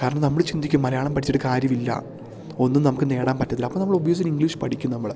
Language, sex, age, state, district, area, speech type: Malayalam, male, 18-30, Kerala, Idukki, rural, spontaneous